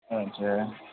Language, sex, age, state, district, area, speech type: Urdu, male, 60+, Uttar Pradesh, Lucknow, rural, conversation